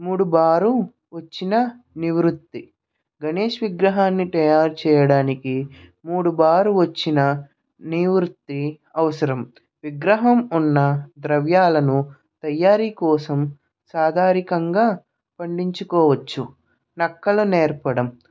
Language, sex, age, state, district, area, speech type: Telugu, male, 30-45, Andhra Pradesh, Krishna, urban, spontaneous